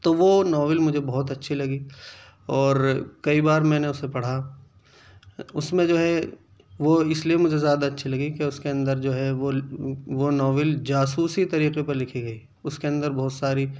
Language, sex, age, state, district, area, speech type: Urdu, male, 30-45, Delhi, Central Delhi, urban, spontaneous